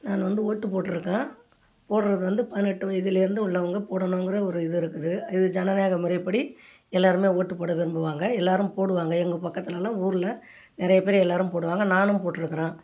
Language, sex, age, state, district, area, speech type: Tamil, female, 60+, Tamil Nadu, Ariyalur, rural, spontaneous